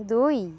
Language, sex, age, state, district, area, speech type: Odia, female, 18-30, Odisha, Balangir, urban, read